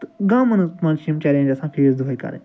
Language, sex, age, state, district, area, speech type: Kashmiri, male, 60+, Jammu and Kashmir, Ganderbal, urban, spontaneous